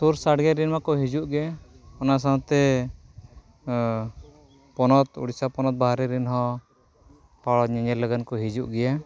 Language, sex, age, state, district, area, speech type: Santali, male, 45-60, Odisha, Mayurbhanj, rural, spontaneous